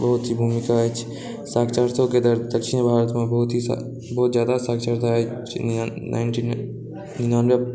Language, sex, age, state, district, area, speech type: Maithili, male, 60+, Bihar, Saharsa, urban, spontaneous